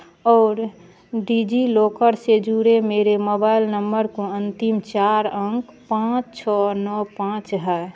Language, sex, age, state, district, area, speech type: Hindi, female, 60+, Bihar, Madhepura, urban, read